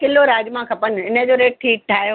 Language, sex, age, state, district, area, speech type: Sindhi, female, 45-60, Delhi, South Delhi, urban, conversation